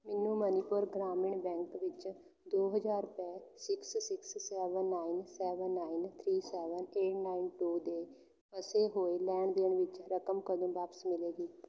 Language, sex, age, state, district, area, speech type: Punjabi, female, 18-30, Punjab, Fatehgarh Sahib, rural, read